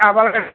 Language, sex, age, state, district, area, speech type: Malayalam, male, 60+, Kerala, Kottayam, rural, conversation